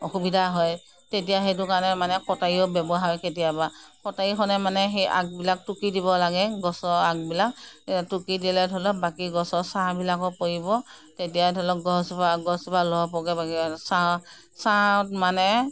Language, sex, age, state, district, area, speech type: Assamese, female, 60+, Assam, Morigaon, rural, spontaneous